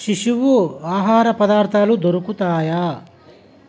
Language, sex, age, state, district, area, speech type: Telugu, male, 30-45, Telangana, Hyderabad, rural, read